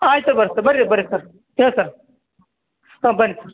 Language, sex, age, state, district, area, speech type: Kannada, male, 18-30, Karnataka, Bellary, urban, conversation